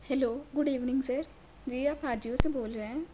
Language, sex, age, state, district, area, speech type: Urdu, female, 18-30, Telangana, Hyderabad, urban, spontaneous